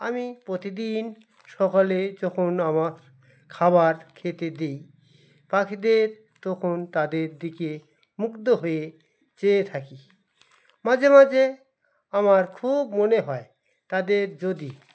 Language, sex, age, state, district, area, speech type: Bengali, male, 45-60, West Bengal, Dakshin Dinajpur, urban, spontaneous